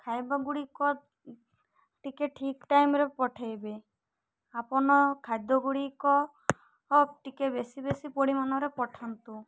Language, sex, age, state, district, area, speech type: Odia, female, 30-45, Odisha, Malkangiri, urban, spontaneous